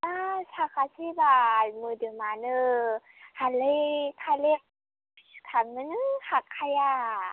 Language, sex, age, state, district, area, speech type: Bodo, female, 30-45, Assam, Chirang, rural, conversation